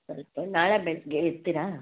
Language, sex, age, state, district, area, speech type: Kannada, female, 45-60, Karnataka, Koppal, rural, conversation